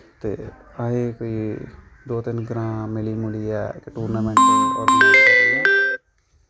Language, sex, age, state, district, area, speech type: Dogri, male, 18-30, Jammu and Kashmir, Samba, urban, spontaneous